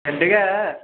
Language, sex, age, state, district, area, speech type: Dogri, male, 18-30, Jammu and Kashmir, Kathua, rural, conversation